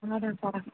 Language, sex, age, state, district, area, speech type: Malayalam, female, 30-45, Kerala, Kannur, urban, conversation